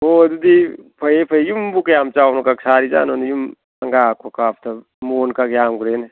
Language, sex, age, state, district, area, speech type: Manipuri, male, 60+, Manipur, Thoubal, rural, conversation